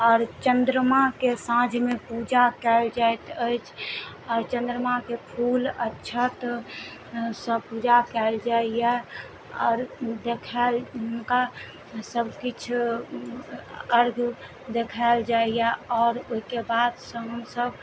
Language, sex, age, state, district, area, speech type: Maithili, female, 30-45, Bihar, Madhubani, rural, spontaneous